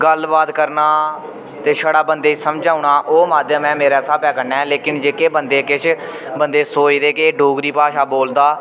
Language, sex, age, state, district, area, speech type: Dogri, male, 18-30, Jammu and Kashmir, Udhampur, rural, spontaneous